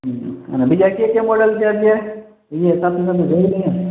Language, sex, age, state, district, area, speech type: Gujarati, male, 60+, Gujarat, Morbi, rural, conversation